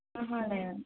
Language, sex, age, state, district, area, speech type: Telugu, female, 30-45, Telangana, Mancherial, rural, conversation